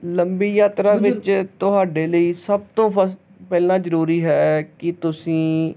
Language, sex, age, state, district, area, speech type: Punjabi, male, 30-45, Punjab, Hoshiarpur, rural, spontaneous